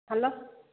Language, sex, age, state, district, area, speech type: Odia, female, 45-60, Odisha, Angul, rural, conversation